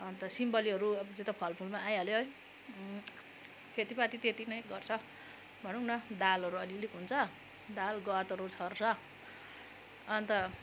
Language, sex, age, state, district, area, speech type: Nepali, female, 30-45, West Bengal, Kalimpong, rural, spontaneous